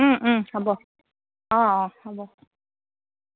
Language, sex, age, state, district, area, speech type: Assamese, female, 30-45, Assam, Lakhimpur, rural, conversation